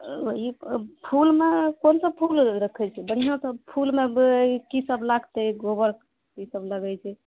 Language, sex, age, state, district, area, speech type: Maithili, female, 60+, Bihar, Purnia, rural, conversation